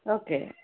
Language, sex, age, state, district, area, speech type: Kannada, female, 45-60, Karnataka, Koppal, rural, conversation